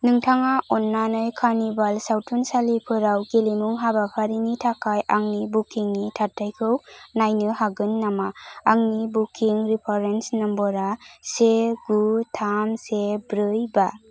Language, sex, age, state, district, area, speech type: Bodo, female, 18-30, Assam, Kokrajhar, rural, read